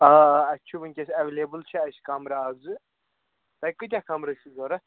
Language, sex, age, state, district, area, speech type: Kashmiri, male, 45-60, Jammu and Kashmir, Srinagar, urban, conversation